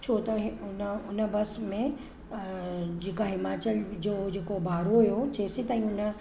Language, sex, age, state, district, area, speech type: Sindhi, female, 45-60, Maharashtra, Mumbai Suburban, urban, spontaneous